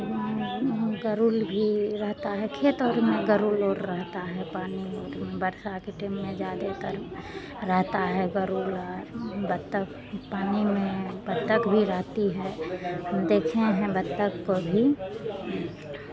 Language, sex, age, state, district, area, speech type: Hindi, female, 45-60, Bihar, Madhepura, rural, spontaneous